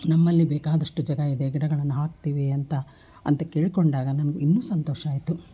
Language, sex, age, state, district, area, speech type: Kannada, female, 60+, Karnataka, Koppal, urban, spontaneous